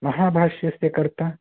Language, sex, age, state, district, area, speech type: Sanskrit, male, 18-30, Karnataka, Uttara Kannada, rural, conversation